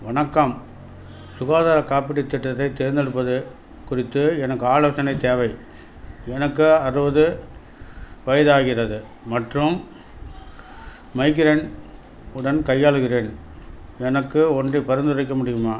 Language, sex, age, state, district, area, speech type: Tamil, male, 60+, Tamil Nadu, Perambalur, rural, read